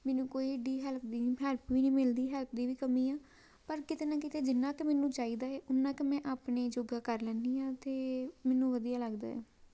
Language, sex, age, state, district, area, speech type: Punjabi, female, 18-30, Punjab, Tarn Taran, rural, spontaneous